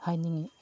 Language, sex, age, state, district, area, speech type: Manipuri, male, 30-45, Manipur, Chandel, rural, spontaneous